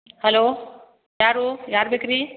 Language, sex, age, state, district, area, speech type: Kannada, female, 60+, Karnataka, Belgaum, rural, conversation